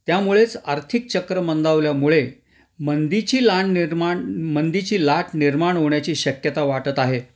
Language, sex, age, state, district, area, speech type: Marathi, male, 60+, Maharashtra, Nashik, urban, spontaneous